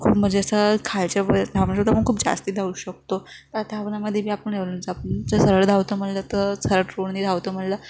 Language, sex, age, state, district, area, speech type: Marathi, female, 30-45, Maharashtra, Wardha, rural, spontaneous